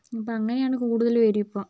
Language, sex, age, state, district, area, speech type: Malayalam, female, 45-60, Kerala, Wayanad, rural, spontaneous